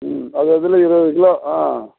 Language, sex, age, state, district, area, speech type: Tamil, male, 60+, Tamil Nadu, Kallakurichi, urban, conversation